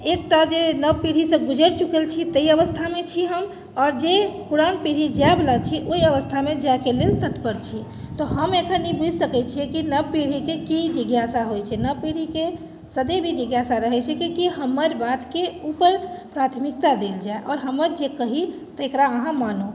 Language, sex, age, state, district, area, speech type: Maithili, female, 30-45, Bihar, Madhubani, rural, spontaneous